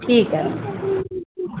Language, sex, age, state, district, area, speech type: Marathi, female, 45-60, Maharashtra, Wardha, urban, conversation